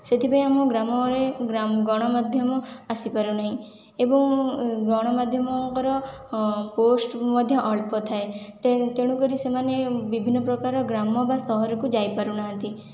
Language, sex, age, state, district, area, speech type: Odia, female, 18-30, Odisha, Khordha, rural, spontaneous